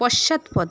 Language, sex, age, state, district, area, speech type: Bengali, female, 45-60, West Bengal, Paschim Medinipur, rural, read